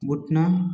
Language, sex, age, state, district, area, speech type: Odia, male, 30-45, Odisha, Koraput, urban, spontaneous